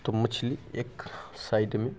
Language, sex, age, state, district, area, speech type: Maithili, male, 30-45, Bihar, Muzaffarpur, rural, spontaneous